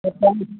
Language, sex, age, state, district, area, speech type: Sindhi, female, 45-60, Maharashtra, Mumbai Suburban, urban, conversation